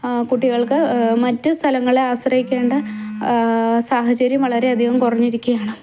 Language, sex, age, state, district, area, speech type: Malayalam, female, 18-30, Kerala, Idukki, rural, spontaneous